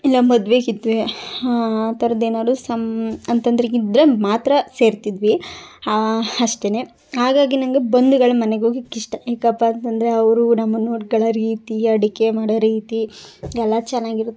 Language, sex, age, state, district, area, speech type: Kannada, female, 18-30, Karnataka, Chamarajanagar, rural, spontaneous